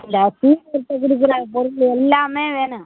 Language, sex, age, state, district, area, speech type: Tamil, female, 60+, Tamil Nadu, Pudukkottai, rural, conversation